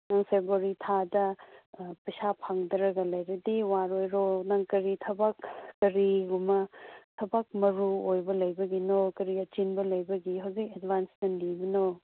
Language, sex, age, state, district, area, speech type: Manipuri, female, 18-30, Manipur, Kangpokpi, urban, conversation